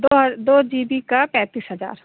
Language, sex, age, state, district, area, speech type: Hindi, female, 30-45, Madhya Pradesh, Seoni, urban, conversation